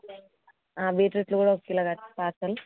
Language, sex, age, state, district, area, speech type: Telugu, female, 18-30, Telangana, Hyderabad, urban, conversation